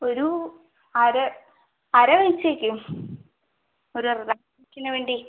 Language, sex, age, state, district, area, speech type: Malayalam, female, 18-30, Kerala, Wayanad, rural, conversation